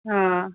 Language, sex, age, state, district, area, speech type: Goan Konkani, female, 45-60, Goa, Murmgao, rural, conversation